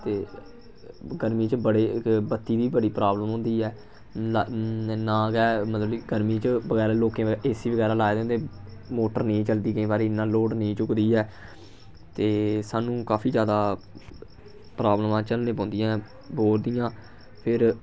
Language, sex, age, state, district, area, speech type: Dogri, male, 18-30, Jammu and Kashmir, Samba, rural, spontaneous